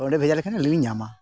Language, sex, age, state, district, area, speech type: Santali, male, 45-60, Jharkhand, Bokaro, rural, spontaneous